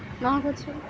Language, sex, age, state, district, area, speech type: Telugu, female, 18-30, Telangana, Wanaparthy, urban, spontaneous